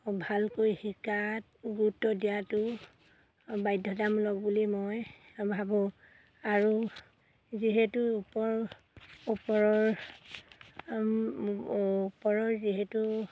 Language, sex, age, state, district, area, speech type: Assamese, female, 30-45, Assam, Golaghat, urban, spontaneous